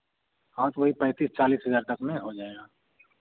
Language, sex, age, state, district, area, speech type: Hindi, male, 18-30, Bihar, Begusarai, rural, conversation